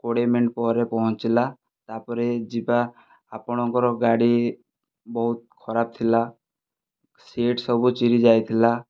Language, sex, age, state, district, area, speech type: Odia, male, 30-45, Odisha, Kandhamal, rural, spontaneous